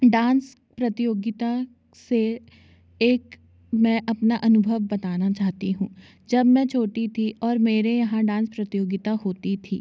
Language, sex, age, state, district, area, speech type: Hindi, female, 30-45, Madhya Pradesh, Jabalpur, urban, spontaneous